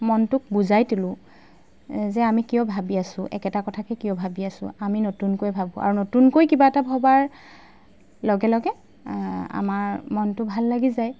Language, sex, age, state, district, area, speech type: Assamese, female, 30-45, Assam, Golaghat, urban, spontaneous